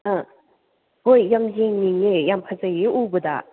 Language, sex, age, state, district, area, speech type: Manipuri, female, 60+, Manipur, Imphal West, urban, conversation